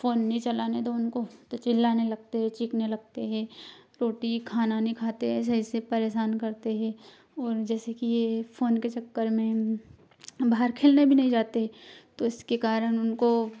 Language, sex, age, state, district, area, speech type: Hindi, female, 18-30, Madhya Pradesh, Ujjain, urban, spontaneous